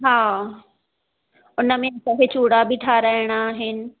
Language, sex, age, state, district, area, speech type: Sindhi, female, 30-45, Maharashtra, Thane, urban, conversation